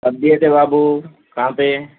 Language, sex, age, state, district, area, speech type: Urdu, male, 45-60, Telangana, Hyderabad, urban, conversation